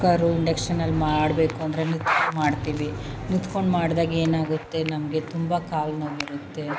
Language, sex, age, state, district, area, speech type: Kannada, female, 30-45, Karnataka, Chamarajanagar, rural, spontaneous